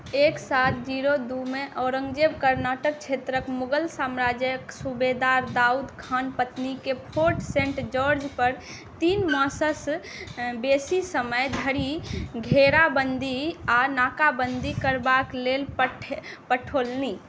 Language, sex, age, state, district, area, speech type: Maithili, female, 18-30, Bihar, Saharsa, urban, read